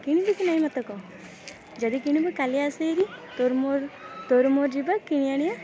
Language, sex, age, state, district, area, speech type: Odia, female, 18-30, Odisha, Puri, urban, spontaneous